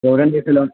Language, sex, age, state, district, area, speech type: Malayalam, male, 18-30, Kerala, Malappuram, rural, conversation